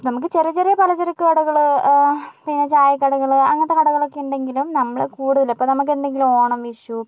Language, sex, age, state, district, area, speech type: Malayalam, other, 45-60, Kerala, Kozhikode, urban, spontaneous